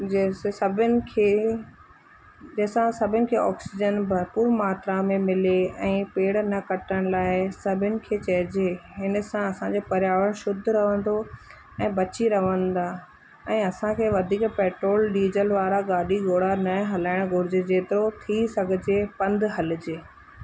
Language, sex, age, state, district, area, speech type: Sindhi, female, 30-45, Rajasthan, Ajmer, urban, spontaneous